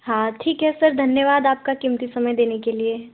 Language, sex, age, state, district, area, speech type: Hindi, female, 18-30, Madhya Pradesh, Betul, rural, conversation